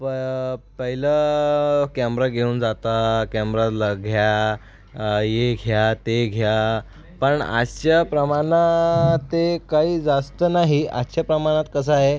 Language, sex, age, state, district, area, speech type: Marathi, male, 18-30, Maharashtra, Akola, rural, spontaneous